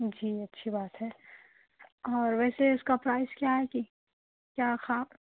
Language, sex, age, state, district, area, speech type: Urdu, female, 18-30, Telangana, Hyderabad, urban, conversation